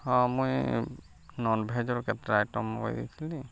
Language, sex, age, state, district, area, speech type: Odia, male, 30-45, Odisha, Subarnapur, urban, spontaneous